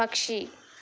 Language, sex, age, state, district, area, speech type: Telugu, female, 18-30, Andhra Pradesh, Sri Balaji, rural, read